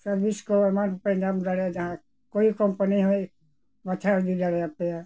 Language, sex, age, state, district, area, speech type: Santali, male, 60+, Jharkhand, Bokaro, rural, spontaneous